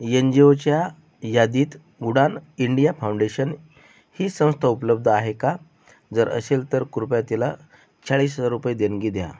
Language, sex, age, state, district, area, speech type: Marathi, male, 30-45, Maharashtra, Akola, rural, read